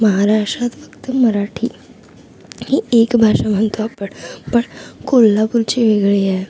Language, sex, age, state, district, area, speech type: Marathi, female, 18-30, Maharashtra, Thane, urban, spontaneous